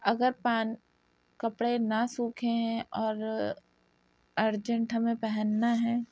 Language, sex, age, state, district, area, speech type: Urdu, female, 30-45, Uttar Pradesh, Lucknow, urban, spontaneous